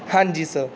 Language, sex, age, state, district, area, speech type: Punjabi, male, 18-30, Punjab, Mansa, rural, spontaneous